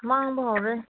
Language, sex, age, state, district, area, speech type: Manipuri, female, 18-30, Manipur, Kangpokpi, urban, conversation